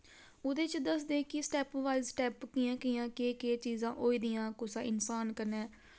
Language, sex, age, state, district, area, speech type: Dogri, female, 18-30, Jammu and Kashmir, Samba, rural, spontaneous